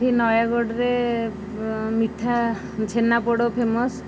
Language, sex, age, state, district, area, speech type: Odia, female, 30-45, Odisha, Nayagarh, rural, spontaneous